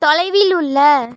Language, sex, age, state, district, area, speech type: Tamil, female, 18-30, Tamil Nadu, Thanjavur, rural, read